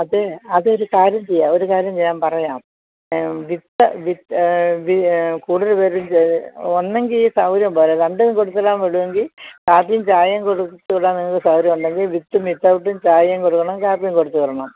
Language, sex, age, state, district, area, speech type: Malayalam, female, 60+, Kerala, Thiruvananthapuram, urban, conversation